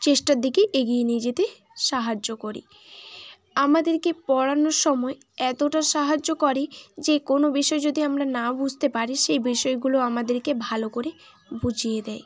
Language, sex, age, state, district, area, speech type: Bengali, female, 18-30, West Bengal, Bankura, urban, spontaneous